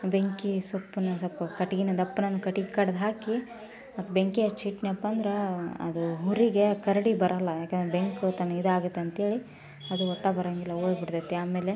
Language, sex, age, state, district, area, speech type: Kannada, female, 18-30, Karnataka, Koppal, rural, spontaneous